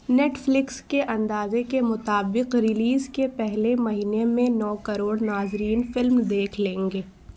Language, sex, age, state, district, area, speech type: Urdu, female, 30-45, Uttar Pradesh, Lucknow, rural, read